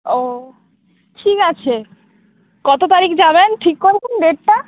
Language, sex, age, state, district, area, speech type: Bengali, female, 18-30, West Bengal, Uttar Dinajpur, rural, conversation